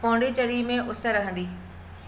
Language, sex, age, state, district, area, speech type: Sindhi, female, 60+, Maharashtra, Mumbai Suburban, urban, read